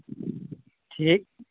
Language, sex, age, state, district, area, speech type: Santali, male, 30-45, Jharkhand, East Singhbhum, rural, conversation